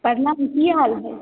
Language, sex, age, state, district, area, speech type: Maithili, female, 18-30, Bihar, Begusarai, urban, conversation